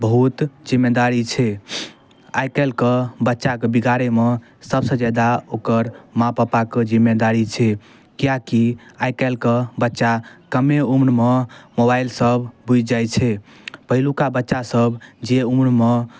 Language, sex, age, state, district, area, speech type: Maithili, male, 18-30, Bihar, Darbhanga, rural, spontaneous